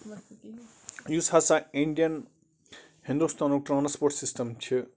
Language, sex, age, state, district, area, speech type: Kashmiri, male, 30-45, Jammu and Kashmir, Bandipora, rural, spontaneous